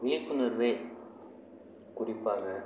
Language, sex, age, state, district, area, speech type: Tamil, male, 45-60, Tamil Nadu, Namakkal, rural, spontaneous